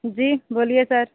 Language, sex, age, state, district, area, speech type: Hindi, female, 18-30, Uttar Pradesh, Sonbhadra, rural, conversation